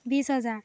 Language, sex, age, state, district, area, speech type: Assamese, female, 18-30, Assam, Dhemaji, rural, spontaneous